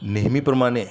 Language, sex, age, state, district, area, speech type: Marathi, male, 45-60, Maharashtra, Buldhana, rural, spontaneous